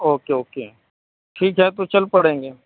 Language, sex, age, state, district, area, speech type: Urdu, male, 18-30, Delhi, North West Delhi, urban, conversation